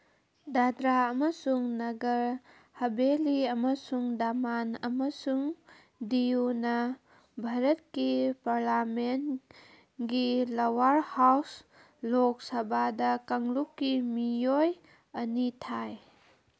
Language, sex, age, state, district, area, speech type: Manipuri, female, 30-45, Manipur, Kangpokpi, urban, read